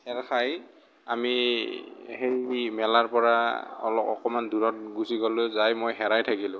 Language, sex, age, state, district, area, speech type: Assamese, male, 30-45, Assam, Morigaon, rural, spontaneous